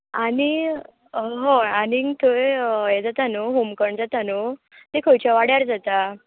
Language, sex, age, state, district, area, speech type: Goan Konkani, female, 18-30, Goa, Tiswadi, rural, conversation